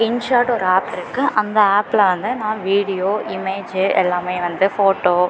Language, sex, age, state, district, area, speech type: Tamil, female, 18-30, Tamil Nadu, Perambalur, rural, spontaneous